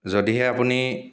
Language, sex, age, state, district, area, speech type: Assamese, male, 30-45, Assam, Dibrugarh, rural, spontaneous